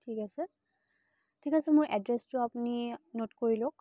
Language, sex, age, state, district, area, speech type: Assamese, female, 18-30, Assam, Charaideo, urban, spontaneous